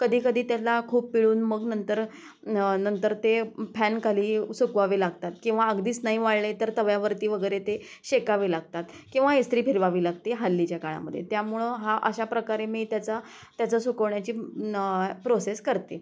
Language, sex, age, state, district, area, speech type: Marathi, female, 30-45, Maharashtra, Osmanabad, rural, spontaneous